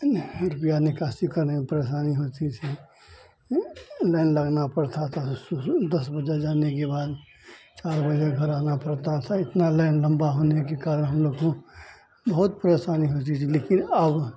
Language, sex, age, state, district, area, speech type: Hindi, male, 45-60, Bihar, Madhepura, rural, spontaneous